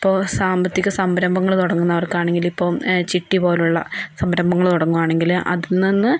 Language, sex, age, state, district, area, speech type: Malayalam, female, 45-60, Kerala, Wayanad, rural, spontaneous